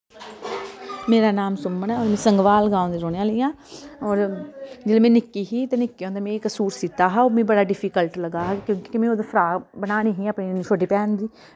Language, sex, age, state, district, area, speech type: Dogri, female, 30-45, Jammu and Kashmir, Samba, urban, spontaneous